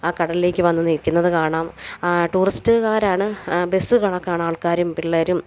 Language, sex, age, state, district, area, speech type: Malayalam, female, 30-45, Kerala, Alappuzha, rural, spontaneous